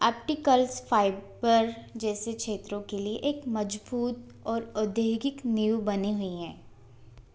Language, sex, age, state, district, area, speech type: Hindi, female, 18-30, Madhya Pradesh, Bhopal, urban, spontaneous